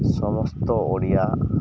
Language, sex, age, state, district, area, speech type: Odia, male, 30-45, Odisha, Subarnapur, urban, spontaneous